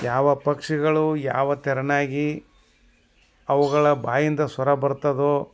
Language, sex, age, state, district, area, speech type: Kannada, male, 60+, Karnataka, Bagalkot, rural, spontaneous